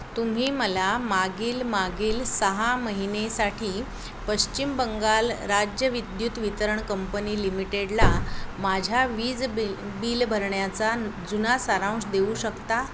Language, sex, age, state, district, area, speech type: Marathi, female, 45-60, Maharashtra, Thane, rural, read